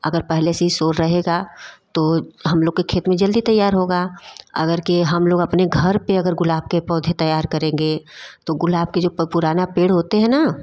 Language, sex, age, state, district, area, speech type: Hindi, female, 45-60, Uttar Pradesh, Varanasi, urban, spontaneous